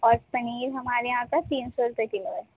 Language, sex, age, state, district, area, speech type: Urdu, female, 18-30, Delhi, North East Delhi, urban, conversation